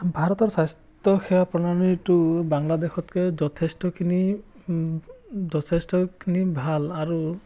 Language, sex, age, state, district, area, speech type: Assamese, male, 30-45, Assam, Biswanath, rural, spontaneous